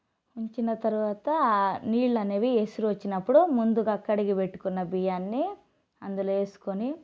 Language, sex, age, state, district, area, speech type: Telugu, female, 30-45, Telangana, Nalgonda, rural, spontaneous